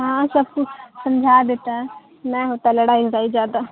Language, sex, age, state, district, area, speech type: Urdu, female, 18-30, Bihar, Supaul, rural, conversation